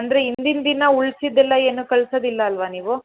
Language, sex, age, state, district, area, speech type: Kannada, female, 18-30, Karnataka, Mandya, urban, conversation